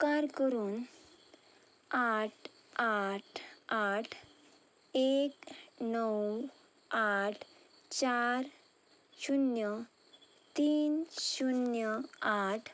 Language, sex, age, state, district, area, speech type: Goan Konkani, female, 18-30, Goa, Ponda, rural, read